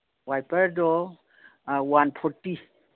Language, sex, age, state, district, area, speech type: Manipuri, female, 60+, Manipur, Imphal East, rural, conversation